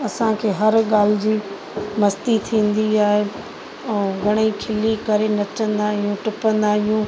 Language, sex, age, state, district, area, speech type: Sindhi, female, 45-60, Uttar Pradesh, Lucknow, rural, spontaneous